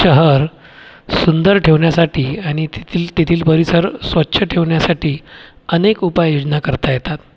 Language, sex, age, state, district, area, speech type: Marathi, male, 45-60, Maharashtra, Buldhana, urban, spontaneous